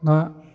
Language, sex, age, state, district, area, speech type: Bodo, male, 45-60, Assam, Kokrajhar, urban, spontaneous